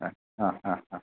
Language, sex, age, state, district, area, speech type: Malayalam, male, 30-45, Kerala, Kasaragod, urban, conversation